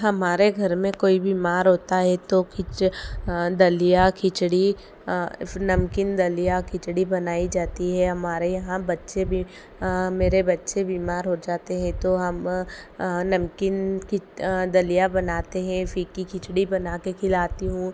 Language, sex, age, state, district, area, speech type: Hindi, female, 30-45, Madhya Pradesh, Ujjain, urban, spontaneous